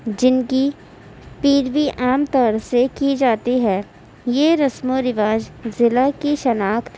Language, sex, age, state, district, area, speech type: Urdu, female, 18-30, Uttar Pradesh, Gautam Buddha Nagar, rural, spontaneous